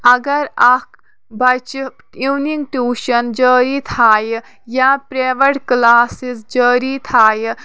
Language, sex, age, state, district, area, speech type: Kashmiri, female, 18-30, Jammu and Kashmir, Kulgam, rural, spontaneous